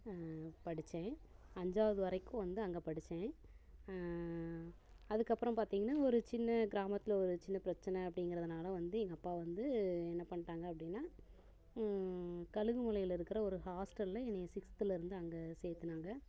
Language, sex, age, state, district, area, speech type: Tamil, female, 30-45, Tamil Nadu, Namakkal, rural, spontaneous